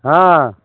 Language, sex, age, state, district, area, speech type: Maithili, male, 60+, Bihar, Begusarai, urban, conversation